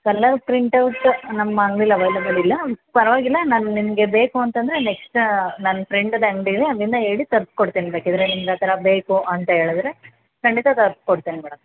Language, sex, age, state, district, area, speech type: Kannada, female, 18-30, Karnataka, Chamarajanagar, rural, conversation